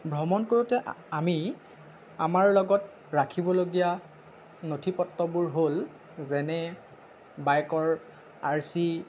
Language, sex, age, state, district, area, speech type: Assamese, male, 18-30, Assam, Lakhimpur, rural, spontaneous